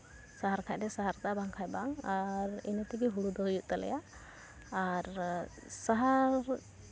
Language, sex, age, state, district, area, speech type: Santali, female, 18-30, West Bengal, Uttar Dinajpur, rural, spontaneous